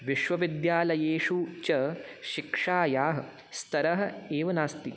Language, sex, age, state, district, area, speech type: Sanskrit, male, 18-30, Rajasthan, Jaipur, urban, spontaneous